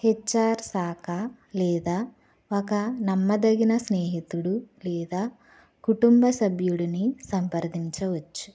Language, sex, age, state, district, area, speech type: Telugu, female, 45-60, Andhra Pradesh, West Godavari, rural, spontaneous